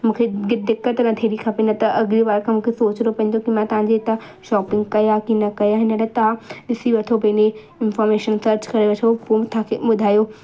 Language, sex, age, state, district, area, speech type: Sindhi, female, 18-30, Madhya Pradesh, Katni, urban, spontaneous